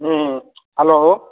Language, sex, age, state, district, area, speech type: Odia, male, 45-60, Odisha, Kandhamal, rural, conversation